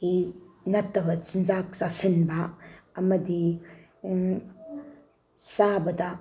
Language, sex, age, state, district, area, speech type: Manipuri, female, 45-60, Manipur, Bishnupur, rural, spontaneous